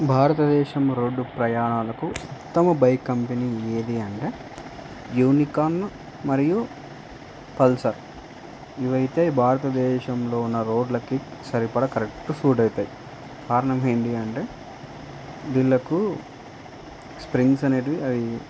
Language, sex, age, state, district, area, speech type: Telugu, male, 18-30, Andhra Pradesh, Nandyal, urban, spontaneous